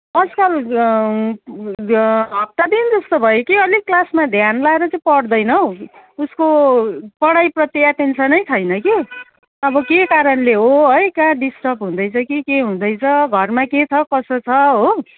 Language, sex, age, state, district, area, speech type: Nepali, female, 45-60, West Bengal, Kalimpong, rural, conversation